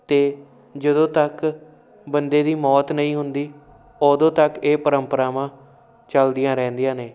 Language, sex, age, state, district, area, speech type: Punjabi, male, 18-30, Punjab, Shaheed Bhagat Singh Nagar, urban, spontaneous